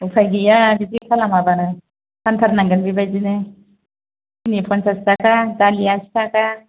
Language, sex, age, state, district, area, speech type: Bodo, female, 30-45, Assam, Kokrajhar, rural, conversation